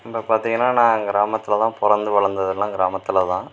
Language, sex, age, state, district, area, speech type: Tamil, male, 18-30, Tamil Nadu, Perambalur, rural, spontaneous